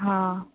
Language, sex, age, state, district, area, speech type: Marathi, female, 30-45, Maharashtra, Akola, rural, conversation